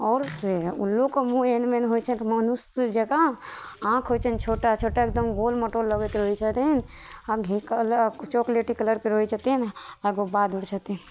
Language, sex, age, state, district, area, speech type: Maithili, female, 18-30, Bihar, Madhubani, rural, spontaneous